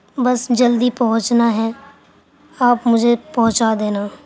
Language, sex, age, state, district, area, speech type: Urdu, female, 18-30, Uttar Pradesh, Gautam Buddha Nagar, urban, spontaneous